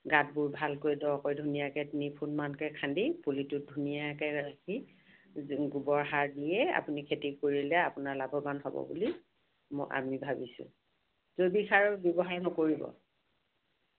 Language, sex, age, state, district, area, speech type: Assamese, female, 60+, Assam, Lakhimpur, urban, conversation